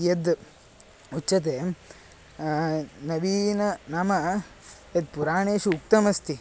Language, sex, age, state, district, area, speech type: Sanskrit, male, 18-30, Karnataka, Haveri, rural, spontaneous